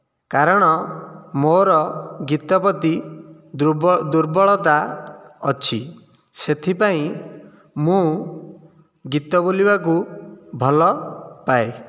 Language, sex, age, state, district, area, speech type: Odia, male, 30-45, Odisha, Nayagarh, rural, spontaneous